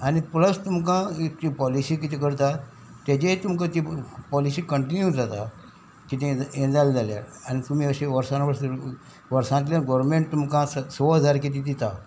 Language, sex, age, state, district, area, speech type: Goan Konkani, male, 60+, Goa, Salcete, rural, spontaneous